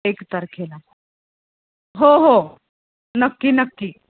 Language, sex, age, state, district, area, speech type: Marathi, female, 30-45, Maharashtra, Kolhapur, urban, conversation